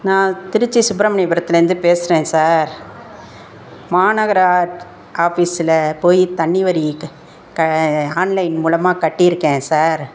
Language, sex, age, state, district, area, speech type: Tamil, female, 60+, Tamil Nadu, Tiruchirappalli, rural, spontaneous